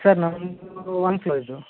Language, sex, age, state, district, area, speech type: Kannada, male, 30-45, Karnataka, Dakshina Kannada, rural, conversation